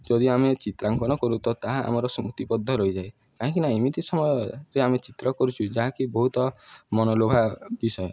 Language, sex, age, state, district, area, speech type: Odia, male, 18-30, Odisha, Nuapada, urban, spontaneous